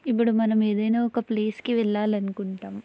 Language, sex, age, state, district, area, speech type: Telugu, female, 18-30, Andhra Pradesh, Anantapur, urban, spontaneous